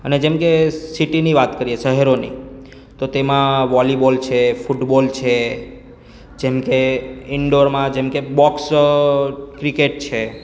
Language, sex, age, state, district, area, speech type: Gujarati, male, 30-45, Gujarat, Surat, rural, spontaneous